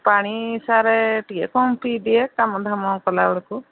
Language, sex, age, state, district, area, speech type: Odia, female, 45-60, Odisha, Angul, rural, conversation